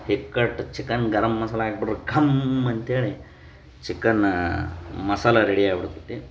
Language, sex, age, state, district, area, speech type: Kannada, male, 30-45, Karnataka, Koppal, rural, spontaneous